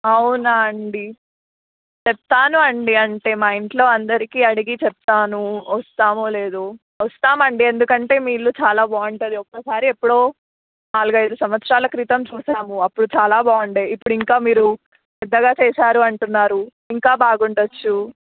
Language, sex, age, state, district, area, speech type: Telugu, female, 18-30, Telangana, Hyderabad, urban, conversation